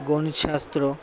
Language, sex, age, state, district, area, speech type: Bengali, male, 60+, West Bengal, Purba Bardhaman, rural, spontaneous